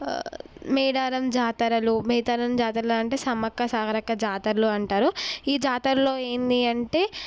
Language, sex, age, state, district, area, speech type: Telugu, female, 18-30, Telangana, Mahbubnagar, urban, spontaneous